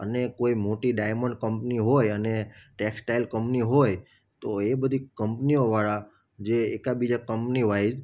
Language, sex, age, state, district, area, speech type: Gujarati, male, 30-45, Gujarat, Surat, urban, spontaneous